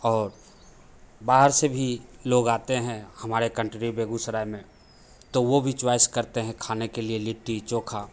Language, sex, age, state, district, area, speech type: Hindi, male, 45-60, Bihar, Begusarai, urban, spontaneous